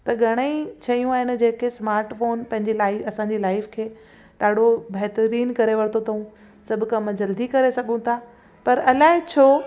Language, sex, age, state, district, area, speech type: Sindhi, female, 30-45, Gujarat, Kutch, urban, spontaneous